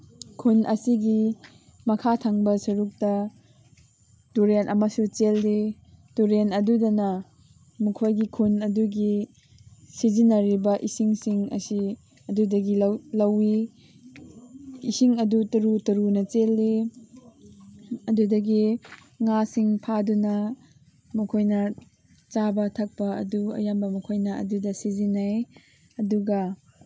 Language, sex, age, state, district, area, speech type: Manipuri, female, 18-30, Manipur, Chandel, rural, spontaneous